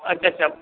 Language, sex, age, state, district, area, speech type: Marathi, male, 45-60, Maharashtra, Akola, rural, conversation